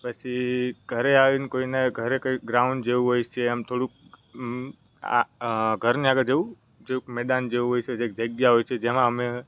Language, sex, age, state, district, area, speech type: Gujarati, male, 18-30, Gujarat, Narmada, rural, spontaneous